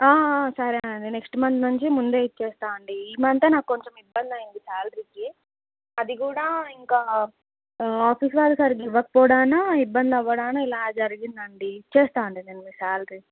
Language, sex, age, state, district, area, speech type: Telugu, female, 18-30, Andhra Pradesh, Alluri Sitarama Raju, rural, conversation